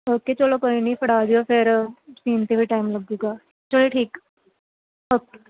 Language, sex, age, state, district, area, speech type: Punjabi, female, 18-30, Punjab, Firozpur, rural, conversation